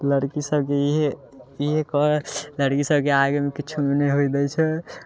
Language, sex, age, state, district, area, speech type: Maithili, male, 18-30, Bihar, Muzaffarpur, rural, spontaneous